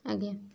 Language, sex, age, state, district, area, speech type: Odia, female, 45-60, Odisha, Kendujhar, urban, spontaneous